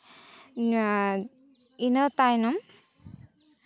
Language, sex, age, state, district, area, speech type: Santali, female, 18-30, West Bengal, Jhargram, rural, spontaneous